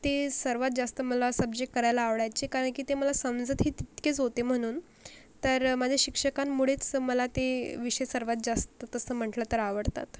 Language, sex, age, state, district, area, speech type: Marathi, female, 45-60, Maharashtra, Akola, rural, spontaneous